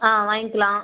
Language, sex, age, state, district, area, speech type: Tamil, female, 18-30, Tamil Nadu, Kallakurichi, rural, conversation